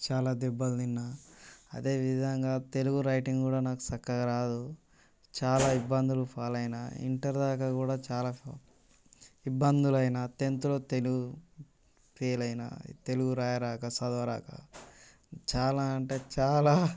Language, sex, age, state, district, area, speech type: Telugu, male, 18-30, Telangana, Mancherial, rural, spontaneous